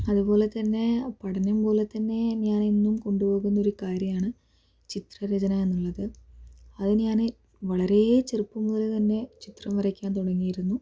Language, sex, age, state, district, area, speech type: Malayalam, female, 30-45, Kerala, Palakkad, rural, spontaneous